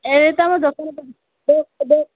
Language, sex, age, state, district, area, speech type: Odia, female, 60+, Odisha, Angul, rural, conversation